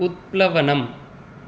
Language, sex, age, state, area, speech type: Sanskrit, male, 18-30, Tripura, rural, read